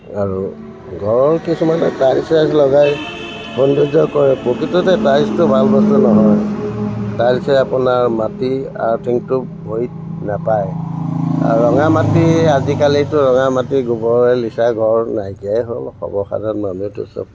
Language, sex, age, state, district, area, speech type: Assamese, male, 60+, Assam, Tinsukia, rural, spontaneous